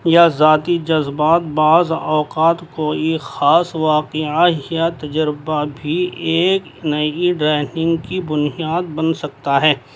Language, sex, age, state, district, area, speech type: Urdu, male, 60+, Delhi, North East Delhi, urban, spontaneous